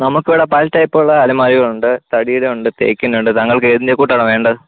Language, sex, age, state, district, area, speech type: Malayalam, male, 18-30, Kerala, Kottayam, rural, conversation